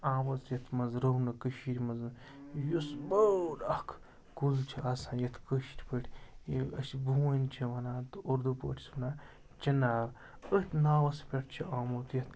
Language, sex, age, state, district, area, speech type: Kashmiri, male, 30-45, Jammu and Kashmir, Srinagar, urban, spontaneous